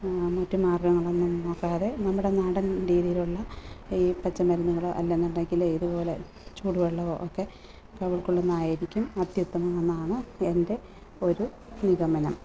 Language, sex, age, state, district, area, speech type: Malayalam, female, 30-45, Kerala, Alappuzha, rural, spontaneous